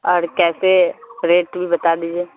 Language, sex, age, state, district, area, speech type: Urdu, female, 45-60, Bihar, Supaul, rural, conversation